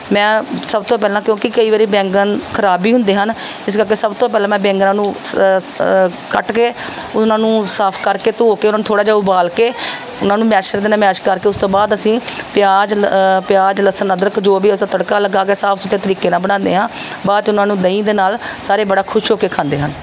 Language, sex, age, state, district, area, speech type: Punjabi, female, 45-60, Punjab, Pathankot, rural, spontaneous